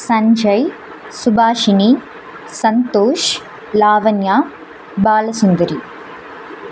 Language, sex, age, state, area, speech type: Tamil, female, 18-30, Tamil Nadu, urban, spontaneous